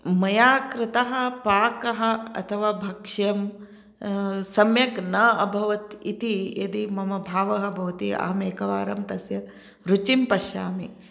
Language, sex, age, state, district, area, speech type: Sanskrit, female, 45-60, Karnataka, Uttara Kannada, urban, spontaneous